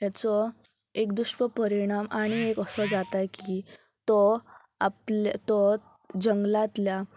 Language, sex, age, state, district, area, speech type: Goan Konkani, female, 18-30, Goa, Pernem, rural, spontaneous